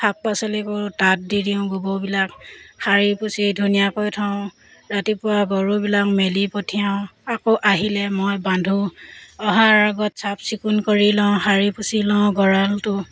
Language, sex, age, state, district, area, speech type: Assamese, female, 30-45, Assam, Sivasagar, rural, spontaneous